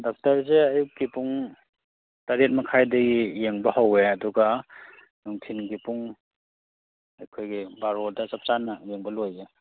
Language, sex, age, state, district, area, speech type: Manipuri, male, 30-45, Manipur, Kakching, rural, conversation